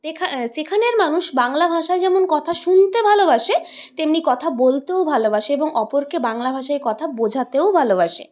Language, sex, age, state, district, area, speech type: Bengali, female, 30-45, West Bengal, Purulia, urban, spontaneous